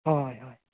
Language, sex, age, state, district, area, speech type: Santali, male, 30-45, Jharkhand, Seraikela Kharsawan, rural, conversation